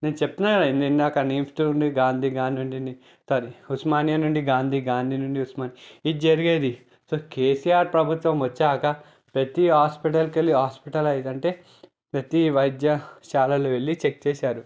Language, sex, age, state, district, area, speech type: Telugu, male, 30-45, Telangana, Peddapalli, rural, spontaneous